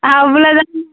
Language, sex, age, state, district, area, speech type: Tamil, female, 18-30, Tamil Nadu, Tirupattur, rural, conversation